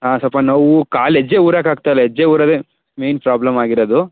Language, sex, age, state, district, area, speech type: Kannada, male, 18-30, Karnataka, Tumkur, urban, conversation